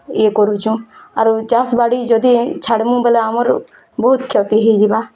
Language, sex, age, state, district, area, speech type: Odia, female, 18-30, Odisha, Bargarh, rural, spontaneous